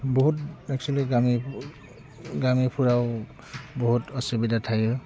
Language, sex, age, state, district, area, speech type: Bodo, male, 45-60, Assam, Udalguri, rural, spontaneous